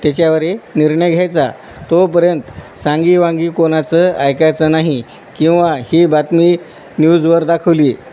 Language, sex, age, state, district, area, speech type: Marathi, male, 45-60, Maharashtra, Nanded, rural, spontaneous